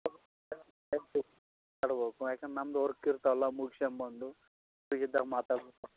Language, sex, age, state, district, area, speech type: Kannada, male, 30-45, Karnataka, Raichur, rural, conversation